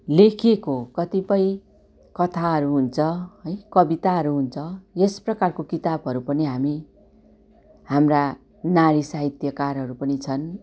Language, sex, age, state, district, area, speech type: Nepali, female, 45-60, West Bengal, Darjeeling, rural, spontaneous